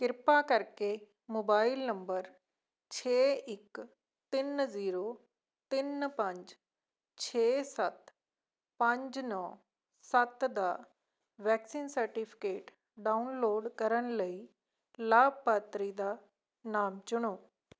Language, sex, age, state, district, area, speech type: Punjabi, female, 45-60, Punjab, Fatehgarh Sahib, rural, read